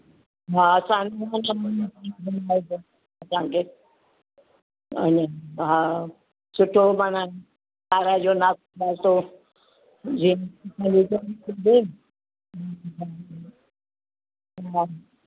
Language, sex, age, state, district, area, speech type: Sindhi, female, 60+, Gujarat, Surat, urban, conversation